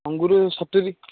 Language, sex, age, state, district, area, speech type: Odia, male, 18-30, Odisha, Ganjam, urban, conversation